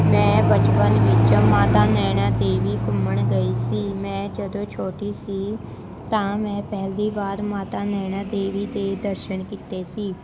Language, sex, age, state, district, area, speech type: Punjabi, female, 18-30, Punjab, Shaheed Bhagat Singh Nagar, rural, spontaneous